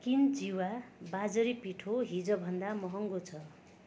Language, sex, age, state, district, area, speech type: Nepali, female, 60+, West Bengal, Darjeeling, rural, read